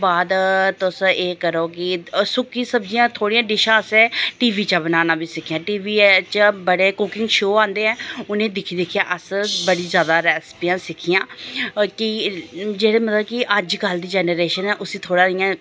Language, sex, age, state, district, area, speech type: Dogri, female, 45-60, Jammu and Kashmir, Reasi, urban, spontaneous